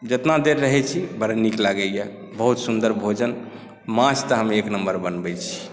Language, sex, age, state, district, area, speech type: Maithili, male, 45-60, Bihar, Saharsa, urban, spontaneous